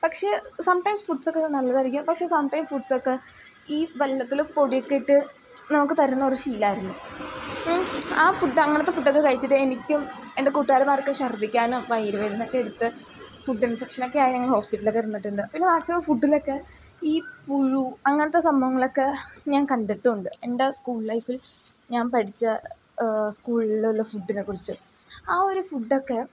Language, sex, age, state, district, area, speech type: Malayalam, female, 18-30, Kerala, Idukki, rural, spontaneous